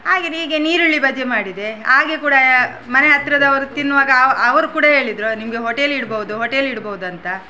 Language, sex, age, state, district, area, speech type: Kannada, female, 45-60, Karnataka, Udupi, rural, spontaneous